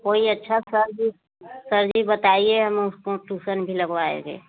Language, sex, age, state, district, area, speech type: Hindi, female, 60+, Uttar Pradesh, Bhadohi, rural, conversation